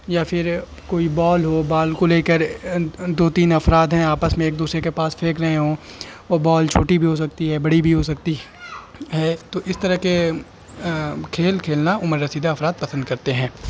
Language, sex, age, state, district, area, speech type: Urdu, male, 30-45, Uttar Pradesh, Azamgarh, rural, spontaneous